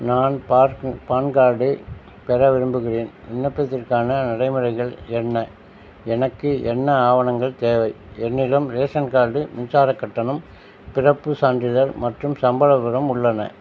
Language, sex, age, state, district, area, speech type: Tamil, male, 60+, Tamil Nadu, Nagapattinam, rural, read